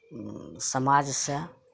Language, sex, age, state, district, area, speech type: Maithili, female, 45-60, Bihar, Araria, rural, spontaneous